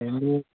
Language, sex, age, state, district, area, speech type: Bodo, other, 60+, Assam, Chirang, rural, conversation